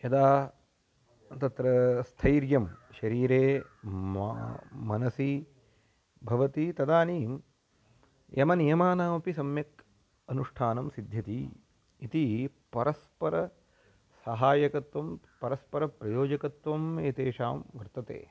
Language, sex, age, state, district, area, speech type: Sanskrit, male, 30-45, Karnataka, Uttara Kannada, rural, spontaneous